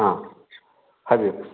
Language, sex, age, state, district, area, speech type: Manipuri, male, 30-45, Manipur, Thoubal, rural, conversation